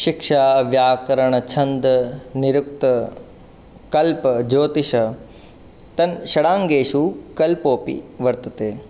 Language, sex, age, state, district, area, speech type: Sanskrit, male, 18-30, Rajasthan, Jodhpur, urban, spontaneous